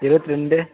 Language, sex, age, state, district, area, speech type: Tamil, male, 18-30, Tamil Nadu, Kallakurichi, rural, conversation